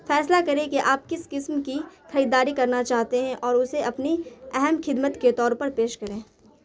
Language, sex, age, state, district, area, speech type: Urdu, female, 18-30, Bihar, Khagaria, rural, read